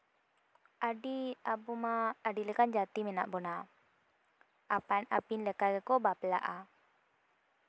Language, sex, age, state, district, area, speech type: Santali, female, 18-30, West Bengal, Bankura, rural, spontaneous